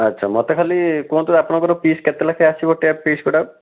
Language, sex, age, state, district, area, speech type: Odia, male, 45-60, Odisha, Bhadrak, rural, conversation